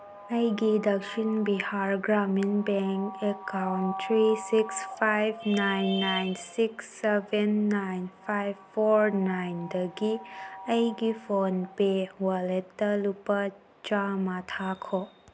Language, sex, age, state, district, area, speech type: Manipuri, female, 18-30, Manipur, Tengnoupal, urban, read